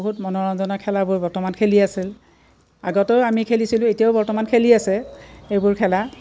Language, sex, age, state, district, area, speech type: Assamese, female, 60+, Assam, Udalguri, rural, spontaneous